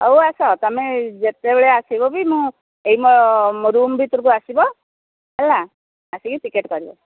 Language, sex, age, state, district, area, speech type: Odia, female, 45-60, Odisha, Angul, rural, conversation